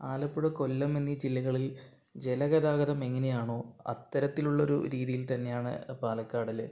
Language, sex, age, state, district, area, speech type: Malayalam, male, 30-45, Kerala, Palakkad, rural, spontaneous